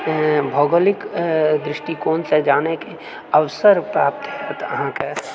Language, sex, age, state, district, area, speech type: Maithili, male, 30-45, Bihar, Purnia, rural, spontaneous